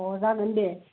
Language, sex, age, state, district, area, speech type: Bodo, female, 18-30, Assam, Kokrajhar, rural, conversation